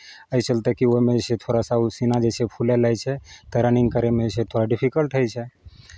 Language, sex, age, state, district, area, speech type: Maithili, male, 45-60, Bihar, Madhepura, rural, spontaneous